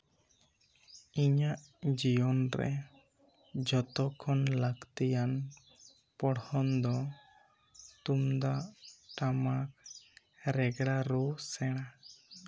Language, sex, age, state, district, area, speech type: Santali, male, 18-30, West Bengal, Bankura, rural, spontaneous